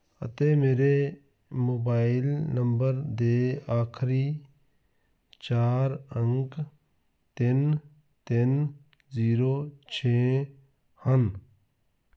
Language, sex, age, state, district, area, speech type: Punjabi, male, 45-60, Punjab, Fazilka, rural, read